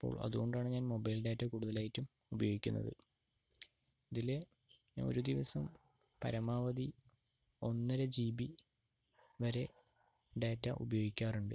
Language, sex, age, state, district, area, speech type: Malayalam, male, 45-60, Kerala, Palakkad, rural, spontaneous